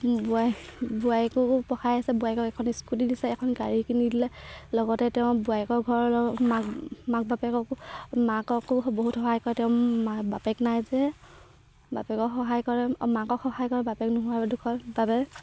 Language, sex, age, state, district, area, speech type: Assamese, female, 18-30, Assam, Sivasagar, rural, spontaneous